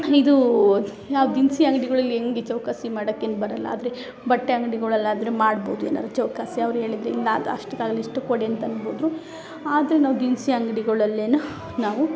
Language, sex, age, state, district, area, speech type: Kannada, female, 45-60, Karnataka, Chikkamagaluru, rural, spontaneous